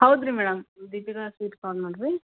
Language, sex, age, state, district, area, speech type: Kannada, female, 30-45, Karnataka, Gulbarga, urban, conversation